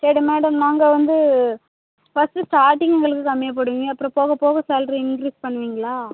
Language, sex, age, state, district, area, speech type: Tamil, female, 30-45, Tamil Nadu, Thoothukudi, urban, conversation